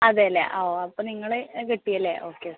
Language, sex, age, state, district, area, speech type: Malayalam, female, 18-30, Kerala, Thrissur, urban, conversation